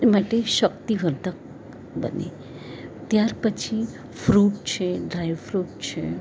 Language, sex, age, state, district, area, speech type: Gujarati, female, 60+, Gujarat, Valsad, rural, spontaneous